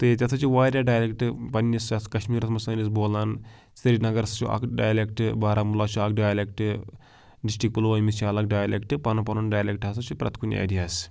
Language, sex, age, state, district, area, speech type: Kashmiri, male, 18-30, Jammu and Kashmir, Pulwama, rural, spontaneous